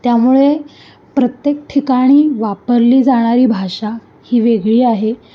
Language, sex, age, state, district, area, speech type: Marathi, female, 18-30, Maharashtra, Sangli, urban, spontaneous